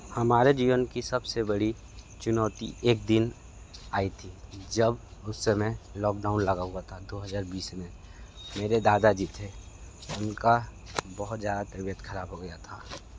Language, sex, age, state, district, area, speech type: Hindi, male, 18-30, Uttar Pradesh, Sonbhadra, rural, spontaneous